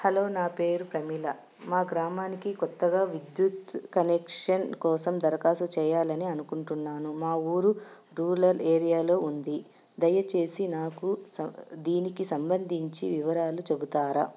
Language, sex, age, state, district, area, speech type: Telugu, female, 45-60, Andhra Pradesh, Anantapur, urban, spontaneous